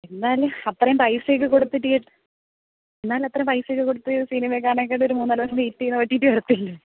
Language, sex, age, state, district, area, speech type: Malayalam, female, 18-30, Kerala, Thiruvananthapuram, rural, conversation